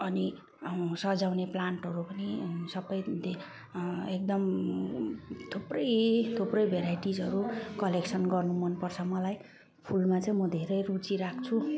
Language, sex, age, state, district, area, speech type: Nepali, female, 45-60, West Bengal, Jalpaiguri, urban, spontaneous